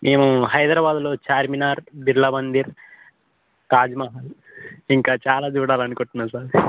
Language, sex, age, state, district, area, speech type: Telugu, male, 18-30, Telangana, Bhadradri Kothagudem, urban, conversation